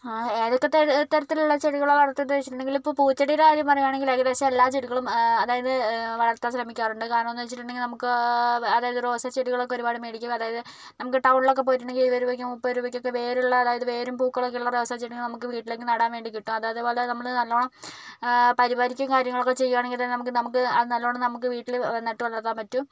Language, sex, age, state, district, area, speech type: Malayalam, female, 45-60, Kerala, Kozhikode, urban, spontaneous